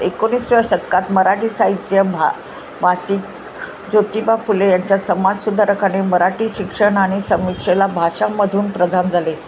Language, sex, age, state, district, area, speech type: Marathi, female, 45-60, Maharashtra, Mumbai Suburban, urban, spontaneous